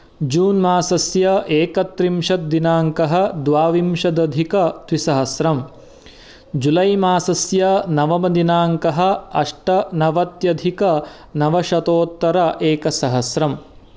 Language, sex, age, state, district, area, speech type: Sanskrit, male, 30-45, Karnataka, Uttara Kannada, rural, spontaneous